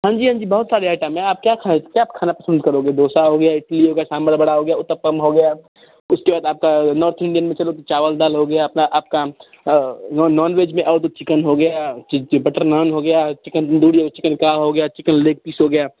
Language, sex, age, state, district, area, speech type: Hindi, male, 30-45, Bihar, Darbhanga, rural, conversation